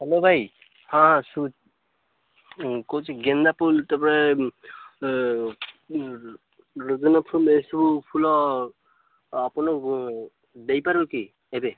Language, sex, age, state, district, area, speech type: Odia, male, 18-30, Odisha, Malkangiri, urban, conversation